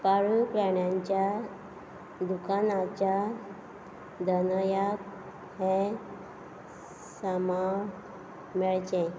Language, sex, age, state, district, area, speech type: Goan Konkani, female, 45-60, Goa, Quepem, rural, read